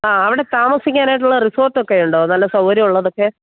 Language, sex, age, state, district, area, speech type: Malayalam, female, 45-60, Kerala, Thiruvananthapuram, urban, conversation